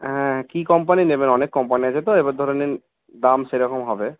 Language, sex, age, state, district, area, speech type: Bengali, male, 45-60, West Bengal, Purba Bardhaman, rural, conversation